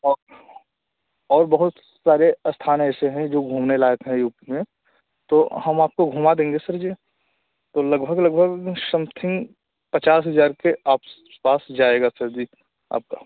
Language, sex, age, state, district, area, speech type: Hindi, male, 18-30, Uttar Pradesh, Jaunpur, urban, conversation